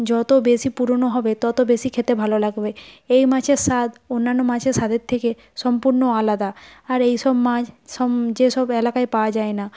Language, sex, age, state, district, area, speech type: Bengali, female, 18-30, West Bengal, Nadia, rural, spontaneous